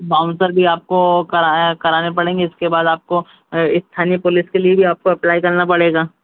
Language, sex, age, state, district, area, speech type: Hindi, male, 60+, Madhya Pradesh, Bhopal, urban, conversation